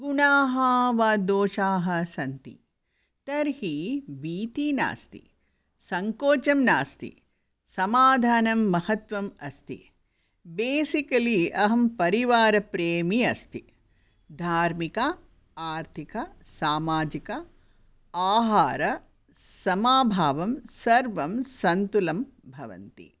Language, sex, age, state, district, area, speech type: Sanskrit, female, 60+, Karnataka, Bangalore Urban, urban, spontaneous